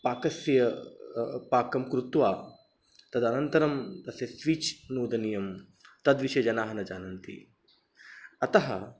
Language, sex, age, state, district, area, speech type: Sanskrit, male, 30-45, Maharashtra, Nagpur, urban, spontaneous